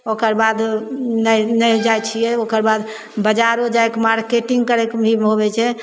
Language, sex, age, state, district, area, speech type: Maithili, female, 60+, Bihar, Begusarai, rural, spontaneous